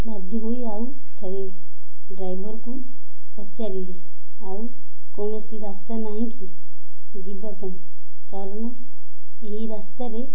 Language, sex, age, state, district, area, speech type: Odia, female, 45-60, Odisha, Ganjam, urban, spontaneous